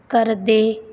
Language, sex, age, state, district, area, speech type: Punjabi, female, 18-30, Punjab, Fazilka, rural, read